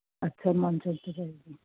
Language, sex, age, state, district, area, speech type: Punjabi, female, 30-45, Punjab, Fazilka, rural, conversation